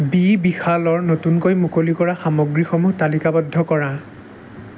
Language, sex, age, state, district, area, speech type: Assamese, male, 18-30, Assam, Jorhat, urban, read